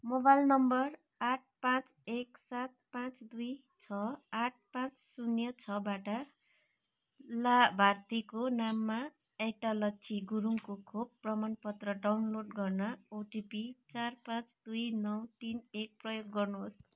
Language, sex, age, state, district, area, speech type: Nepali, female, 45-60, West Bengal, Kalimpong, rural, read